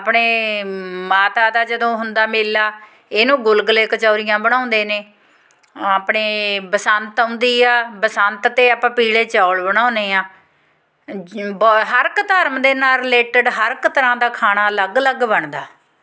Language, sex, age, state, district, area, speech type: Punjabi, female, 45-60, Punjab, Fatehgarh Sahib, rural, spontaneous